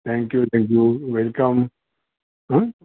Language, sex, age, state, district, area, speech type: Marathi, male, 60+, Maharashtra, Thane, rural, conversation